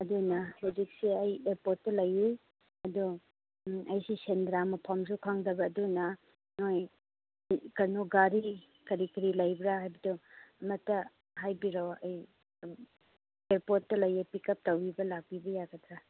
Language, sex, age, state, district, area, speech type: Manipuri, female, 45-60, Manipur, Chandel, rural, conversation